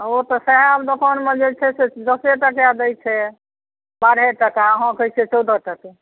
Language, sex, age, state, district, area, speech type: Maithili, female, 30-45, Bihar, Saharsa, rural, conversation